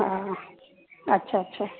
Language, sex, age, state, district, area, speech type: Sindhi, female, 30-45, Uttar Pradesh, Lucknow, urban, conversation